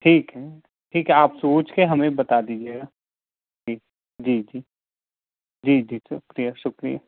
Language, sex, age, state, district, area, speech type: Hindi, male, 45-60, Madhya Pradesh, Bhopal, urban, conversation